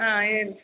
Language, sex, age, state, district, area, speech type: Kannada, female, 18-30, Karnataka, Mandya, rural, conversation